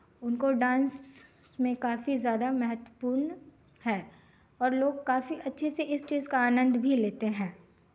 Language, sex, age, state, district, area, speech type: Hindi, female, 30-45, Bihar, Begusarai, rural, spontaneous